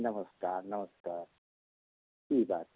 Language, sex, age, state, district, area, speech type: Maithili, male, 60+, Bihar, Madhubani, rural, conversation